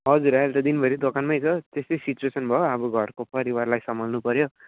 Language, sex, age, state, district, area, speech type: Nepali, male, 18-30, West Bengal, Alipurduar, urban, conversation